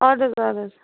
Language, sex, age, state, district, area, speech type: Kashmiri, female, 45-60, Jammu and Kashmir, Baramulla, rural, conversation